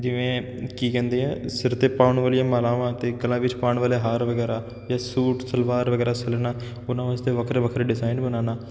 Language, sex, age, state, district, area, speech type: Punjabi, male, 18-30, Punjab, Kapurthala, urban, spontaneous